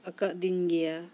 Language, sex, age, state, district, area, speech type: Santali, female, 45-60, Jharkhand, Bokaro, rural, spontaneous